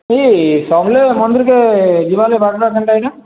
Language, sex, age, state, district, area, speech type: Odia, male, 30-45, Odisha, Boudh, rural, conversation